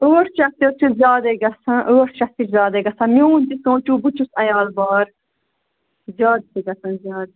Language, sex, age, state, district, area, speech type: Kashmiri, female, 30-45, Jammu and Kashmir, Bandipora, rural, conversation